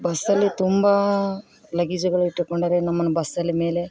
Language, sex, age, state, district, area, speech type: Kannada, female, 45-60, Karnataka, Vijayanagara, rural, spontaneous